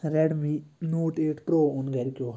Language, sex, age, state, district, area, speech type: Kashmiri, male, 30-45, Jammu and Kashmir, Bandipora, rural, spontaneous